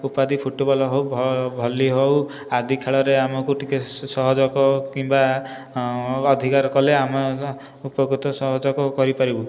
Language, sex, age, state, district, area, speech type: Odia, male, 18-30, Odisha, Khordha, rural, spontaneous